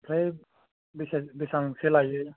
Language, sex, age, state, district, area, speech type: Bodo, male, 18-30, Assam, Udalguri, urban, conversation